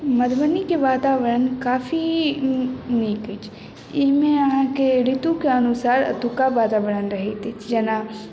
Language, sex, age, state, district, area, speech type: Maithili, female, 18-30, Bihar, Madhubani, urban, spontaneous